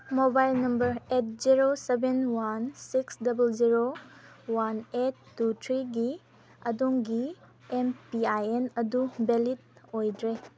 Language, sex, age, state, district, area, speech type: Manipuri, female, 18-30, Manipur, Kangpokpi, rural, read